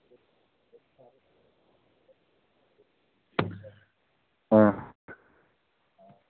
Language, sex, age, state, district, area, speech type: Dogri, male, 30-45, Jammu and Kashmir, Udhampur, rural, conversation